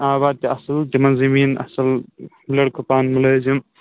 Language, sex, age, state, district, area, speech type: Kashmiri, male, 18-30, Jammu and Kashmir, Shopian, urban, conversation